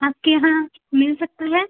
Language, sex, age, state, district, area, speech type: Hindi, female, 18-30, Uttar Pradesh, Azamgarh, rural, conversation